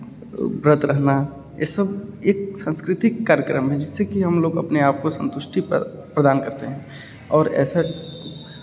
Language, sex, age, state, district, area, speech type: Hindi, male, 30-45, Uttar Pradesh, Varanasi, urban, spontaneous